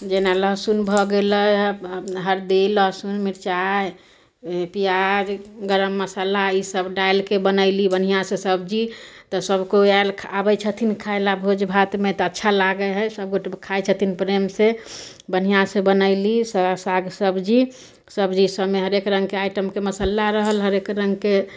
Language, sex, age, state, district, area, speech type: Maithili, female, 30-45, Bihar, Samastipur, urban, spontaneous